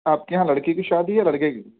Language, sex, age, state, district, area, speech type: Urdu, male, 18-30, Delhi, East Delhi, urban, conversation